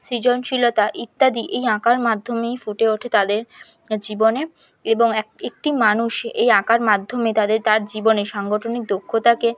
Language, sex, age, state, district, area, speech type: Bengali, female, 18-30, West Bengal, South 24 Parganas, rural, spontaneous